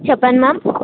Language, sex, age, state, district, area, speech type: Telugu, female, 18-30, Telangana, Sangareddy, urban, conversation